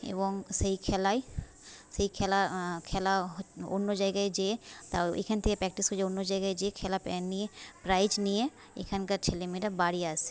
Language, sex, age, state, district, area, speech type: Bengali, female, 30-45, West Bengal, Jhargram, rural, spontaneous